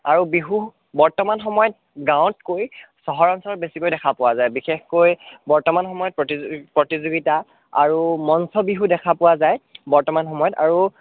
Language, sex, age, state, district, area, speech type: Assamese, male, 18-30, Assam, Sonitpur, rural, conversation